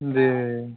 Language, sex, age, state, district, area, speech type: Maithili, male, 18-30, Bihar, Madhubani, rural, conversation